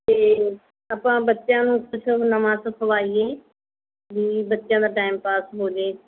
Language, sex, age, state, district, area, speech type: Punjabi, female, 45-60, Punjab, Mansa, urban, conversation